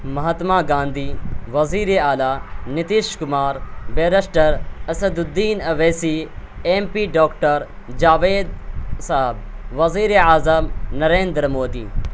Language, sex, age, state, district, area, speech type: Urdu, male, 18-30, Bihar, Purnia, rural, spontaneous